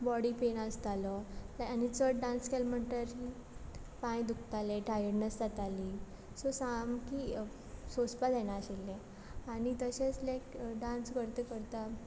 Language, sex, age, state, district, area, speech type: Goan Konkani, female, 18-30, Goa, Quepem, rural, spontaneous